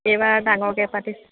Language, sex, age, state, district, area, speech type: Assamese, female, 45-60, Assam, Golaghat, rural, conversation